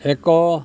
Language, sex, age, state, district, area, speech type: Odia, male, 60+, Odisha, Balangir, urban, read